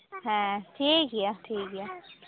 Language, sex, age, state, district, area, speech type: Santali, female, 18-30, West Bengal, Malda, rural, conversation